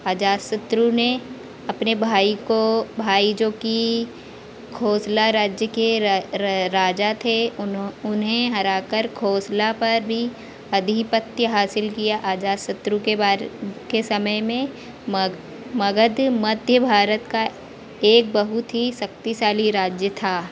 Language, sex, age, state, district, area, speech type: Hindi, female, 18-30, Madhya Pradesh, Harda, urban, spontaneous